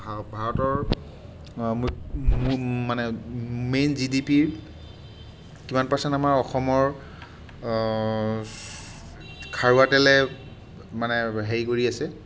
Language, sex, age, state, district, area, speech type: Assamese, male, 30-45, Assam, Sivasagar, urban, spontaneous